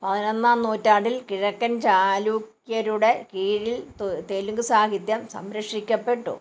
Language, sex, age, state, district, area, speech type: Malayalam, female, 60+, Kerala, Kottayam, rural, read